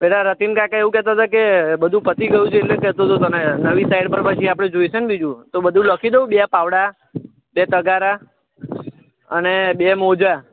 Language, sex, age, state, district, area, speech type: Gujarati, male, 18-30, Gujarat, Anand, urban, conversation